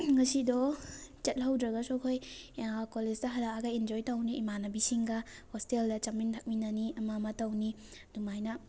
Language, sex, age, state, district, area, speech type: Manipuri, female, 30-45, Manipur, Thoubal, rural, spontaneous